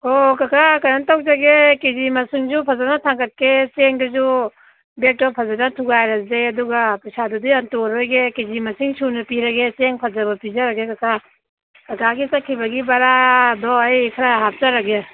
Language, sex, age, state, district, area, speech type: Manipuri, female, 45-60, Manipur, Kangpokpi, urban, conversation